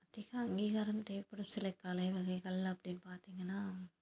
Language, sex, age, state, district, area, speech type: Tamil, female, 18-30, Tamil Nadu, Tiruppur, rural, spontaneous